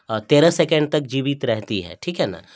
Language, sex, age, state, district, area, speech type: Urdu, male, 60+, Bihar, Darbhanga, rural, spontaneous